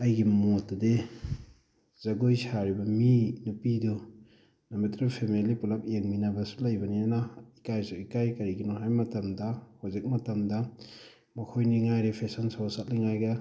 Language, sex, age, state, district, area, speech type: Manipuri, male, 30-45, Manipur, Thoubal, rural, spontaneous